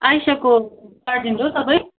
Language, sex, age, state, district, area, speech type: Nepali, female, 18-30, West Bengal, Kalimpong, rural, conversation